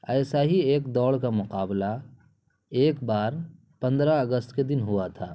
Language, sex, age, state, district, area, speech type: Urdu, male, 30-45, Bihar, Purnia, rural, spontaneous